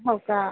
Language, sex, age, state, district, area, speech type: Marathi, female, 30-45, Maharashtra, Buldhana, urban, conversation